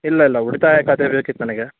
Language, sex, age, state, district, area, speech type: Kannada, male, 18-30, Karnataka, Davanagere, rural, conversation